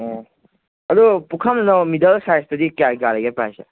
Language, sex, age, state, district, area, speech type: Manipuri, male, 18-30, Manipur, Kangpokpi, urban, conversation